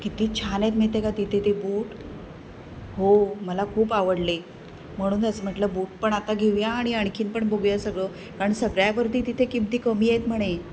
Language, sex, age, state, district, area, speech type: Marathi, female, 45-60, Maharashtra, Ratnagiri, urban, spontaneous